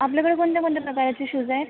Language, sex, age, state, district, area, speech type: Marathi, female, 45-60, Maharashtra, Nagpur, urban, conversation